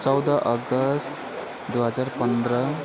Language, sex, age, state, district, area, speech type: Nepali, male, 30-45, West Bengal, Kalimpong, rural, spontaneous